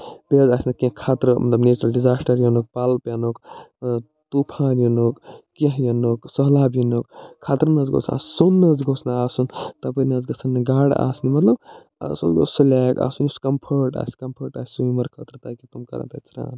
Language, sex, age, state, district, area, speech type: Kashmiri, male, 45-60, Jammu and Kashmir, Budgam, urban, spontaneous